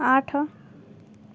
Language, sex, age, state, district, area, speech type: Odia, female, 18-30, Odisha, Jagatsinghpur, rural, read